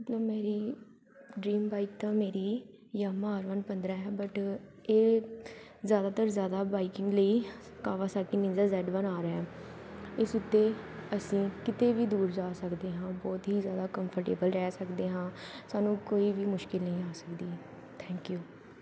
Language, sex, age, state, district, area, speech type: Punjabi, female, 18-30, Punjab, Pathankot, urban, spontaneous